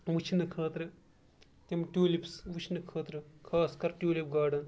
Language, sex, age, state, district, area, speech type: Kashmiri, male, 30-45, Jammu and Kashmir, Bandipora, urban, spontaneous